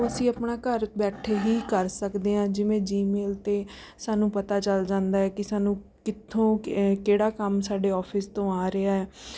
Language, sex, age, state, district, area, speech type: Punjabi, female, 30-45, Punjab, Rupnagar, urban, spontaneous